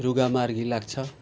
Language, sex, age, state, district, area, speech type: Nepali, male, 45-60, West Bengal, Kalimpong, rural, spontaneous